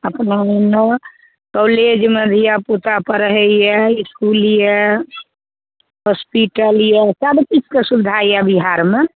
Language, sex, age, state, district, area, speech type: Maithili, female, 45-60, Bihar, Samastipur, urban, conversation